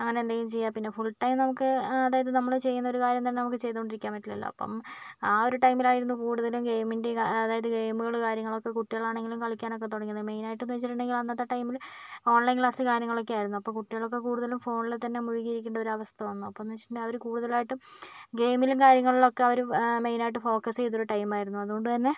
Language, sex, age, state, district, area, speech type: Malayalam, male, 45-60, Kerala, Kozhikode, urban, spontaneous